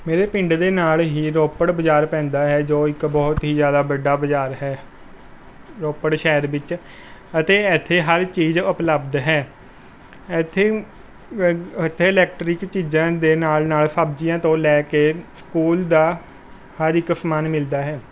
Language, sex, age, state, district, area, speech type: Punjabi, male, 18-30, Punjab, Rupnagar, rural, spontaneous